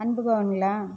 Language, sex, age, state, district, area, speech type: Tamil, female, 60+, Tamil Nadu, Erode, urban, spontaneous